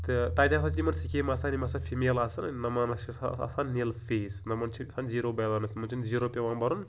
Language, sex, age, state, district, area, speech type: Kashmiri, male, 30-45, Jammu and Kashmir, Pulwama, rural, spontaneous